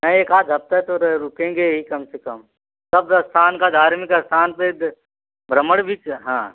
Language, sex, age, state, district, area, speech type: Hindi, male, 45-60, Uttar Pradesh, Azamgarh, rural, conversation